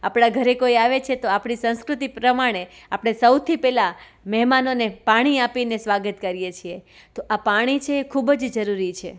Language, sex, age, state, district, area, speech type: Gujarati, female, 30-45, Gujarat, Rajkot, urban, spontaneous